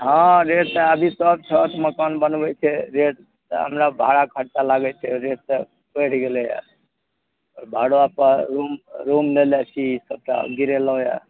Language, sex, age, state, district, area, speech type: Maithili, male, 60+, Bihar, Araria, urban, conversation